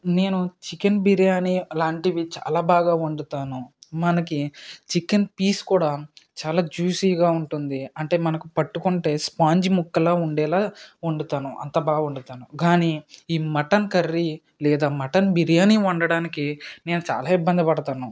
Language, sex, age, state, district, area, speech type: Telugu, male, 18-30, Andhra Pradesh, Eluru, rural, spontaneous